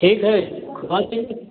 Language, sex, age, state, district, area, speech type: Hindi, male, 60+, Uttar Pradesh, Sitapur, rural, conversation